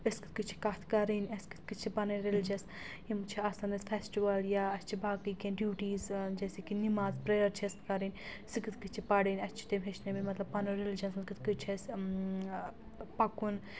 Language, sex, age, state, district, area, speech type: Kashmiri, female, 30-45, Jammu and Kashmir, Anantnag, rural, spontaneous